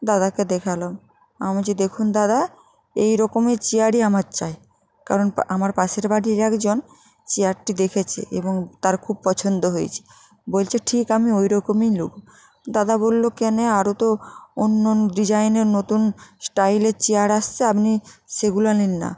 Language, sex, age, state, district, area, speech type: Bengali, female, 45-60, West Bengal, Hooghly, urban, spontaneous